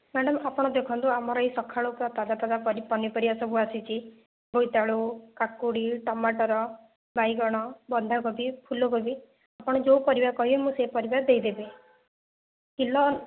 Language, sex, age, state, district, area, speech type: Odia, female, 30-45, Odisha, Jajpur, rural, conversation